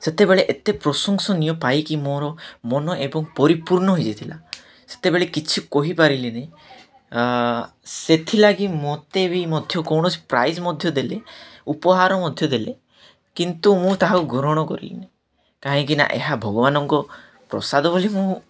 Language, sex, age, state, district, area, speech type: Odia, male, 18-30, Odisha, Nabarangpur, urban, spontaneous